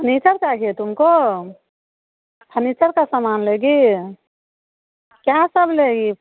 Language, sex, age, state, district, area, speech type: Hindi, female, 30-45, Bihar, Muzaffarpur, rural, conversation